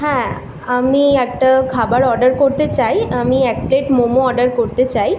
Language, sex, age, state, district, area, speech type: Bengali, female, 18-30, West Bengal, Kolkata, urban, spontaneous